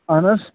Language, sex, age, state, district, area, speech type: Kashmiri, male, 45-60, Jammu and Kashmir, Srinagar, urban, conversation